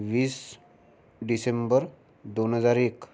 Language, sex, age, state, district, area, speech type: Marathi, male, 30-45, Maharashtra, Amravati, urban, spontaneous